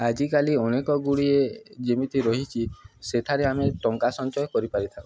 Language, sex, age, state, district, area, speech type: Odia, male, 18-30, Odisha, Nuapada, urban, spontaneous